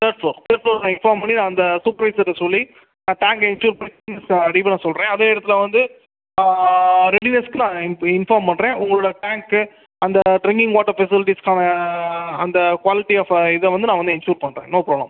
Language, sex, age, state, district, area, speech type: Tamil, male, 18-30, Tamil Nadu, Sivaganga, rural, conversation